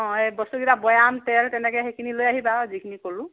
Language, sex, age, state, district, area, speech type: Assamese, female, 45-60, Assam, Lakhimpur, rural, conversation